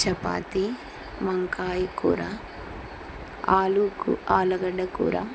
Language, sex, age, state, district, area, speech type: Telugu, female, 45-60, Andhra Pradesh, Kurnool, rural, spontaneous